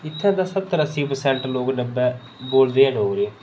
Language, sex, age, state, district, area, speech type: Dogri, male, 18-30, Jammu and Kashmir, Reasi, rural, spontaneous